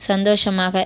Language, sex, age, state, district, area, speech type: Tamil, female, 18-30, Tamil Nadu, Viluppuram, urban, read